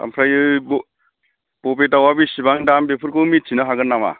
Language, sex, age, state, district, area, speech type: Bodo, male, 45-60, Assam, Chirang, rural, conversation